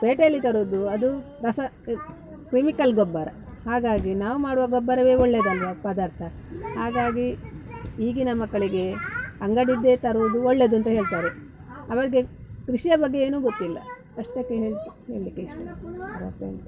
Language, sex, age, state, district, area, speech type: Kannada, female, 60+, Karnataka, Udupi, rural, spontaneous